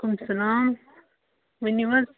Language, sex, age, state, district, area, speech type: Kashmiri, female, 18-30, Jammu and Kashmir, Budgam, rural, conversation